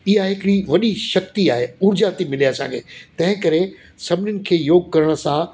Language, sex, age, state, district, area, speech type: Sindhi, male, 60+, Delhi, South Delhi, urban, spontaneous